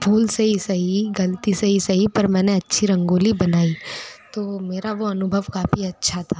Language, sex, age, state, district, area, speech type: Hindi, female, 30-45, Madhya Pradesh, Bhopal, urban, spontaneous